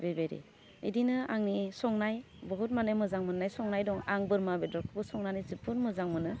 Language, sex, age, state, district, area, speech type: Bodo, female, 30-45, Assam, Udalguri, urban, spontaneous